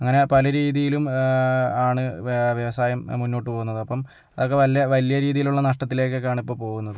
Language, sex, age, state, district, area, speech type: Malayalam, male, 30-45, Kerala, Kozhikode, urban, spontaneous